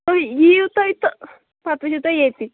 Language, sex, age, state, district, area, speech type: Kashmiri, female, 18-30, Jammu and Kashmir, Shopian, rural, conversation